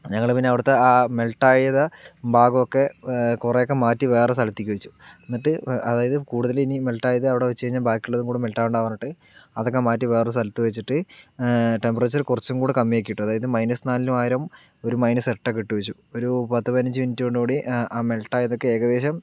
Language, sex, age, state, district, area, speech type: Malayalam, male, 18-30, Kerala, Palakkad, rural, spontaneous